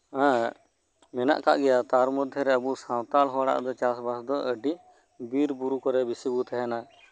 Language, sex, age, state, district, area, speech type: Santali, male, 30-45, West Bengal, Birbhum, rural, spontaneous